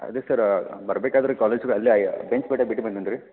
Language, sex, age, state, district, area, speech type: Kannada, male, 30-45, Karnataka, Belgaum, rural, conversation